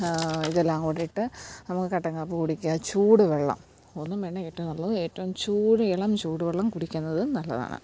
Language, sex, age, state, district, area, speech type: Malayalam, female, 18-30, Kerala, Alappuzha, rural, spontaneous